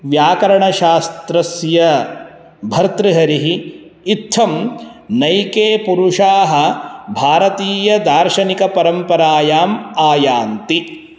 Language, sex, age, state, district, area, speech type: Sanskrit, male, 18-30, Karnataka, Bangalore Rural, urban, spontaneous